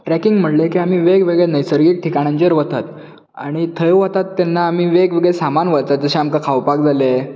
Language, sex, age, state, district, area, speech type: Goan Konkani, male, 18-30, Goa, Bardez, urban, spontaneous